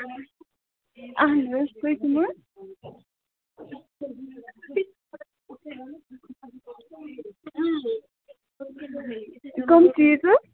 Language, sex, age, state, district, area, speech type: Kashmiri, female, 18-30, Jammu and Kashmir, Bandipora, rural, conversation